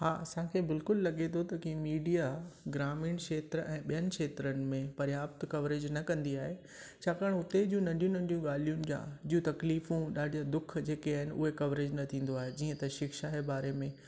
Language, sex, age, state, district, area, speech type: Sindhi, male, 45-60, Rajasthan, Ajmer, rural, spontaneous